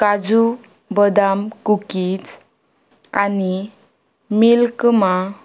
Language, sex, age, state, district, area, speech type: Goan Konkani, female, 18-30, Goa, Ponda, rural, read